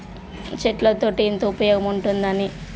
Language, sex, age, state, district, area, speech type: Telugu, female, 30-45, Telangana, Jagtial, rural, spontaneous